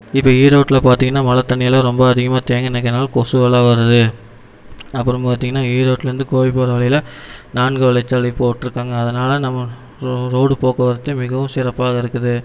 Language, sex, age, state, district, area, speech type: Tamil, male, 18-30, Tamil Nadu, Erode, rural, spontaneous